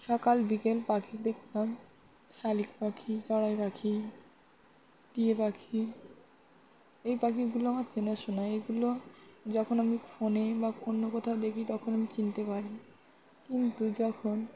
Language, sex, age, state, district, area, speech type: Bengali, female, 18-30, West Bengal, Birbhum, urban, spontaneous